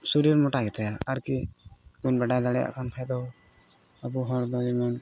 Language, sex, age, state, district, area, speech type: Santali, male, 18-30, Jharkhand, Pakur, rural, spontaneous